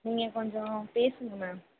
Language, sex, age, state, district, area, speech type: Tamil, female, 18-30, Tamil Nadu, Mayiladuthurai, rural, conversation